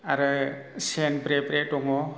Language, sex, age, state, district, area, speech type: Bodo, male, 45-60, Assam, Chirang, rural, spontaneous